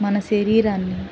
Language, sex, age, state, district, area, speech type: Telugu, female, 30-45, Andhra Pradesh, Guntur, rural, spontaneous